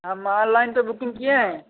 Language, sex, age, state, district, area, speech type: Hindi, male, 45-60, Uttar Pradesh, Ayodhya, rural, conversation